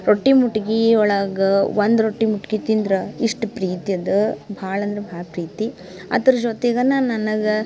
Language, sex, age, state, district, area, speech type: Kannada, female, 18-30, Karnataka, Dharwad, rural, spontaneous